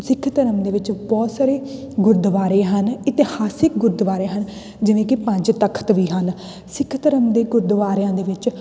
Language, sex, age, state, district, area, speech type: Punjabi, female, 18-30, Punjab, Tarn Taran, rural, spontaneous